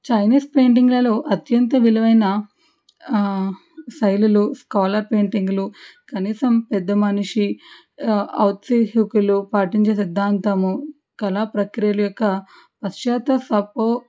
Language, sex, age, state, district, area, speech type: Telugu, female, 45-60, Andhra Pradesh, N T Rama Rao, urban, spontaneous